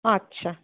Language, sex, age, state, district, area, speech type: Bengali, female, 30-45, West Bengal, Paschim Bardhaman, urban, conversation